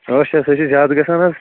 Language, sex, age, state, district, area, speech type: Kashmiri, male, 30-45, Jammu and Kashmir, Kulgam, rural, conversation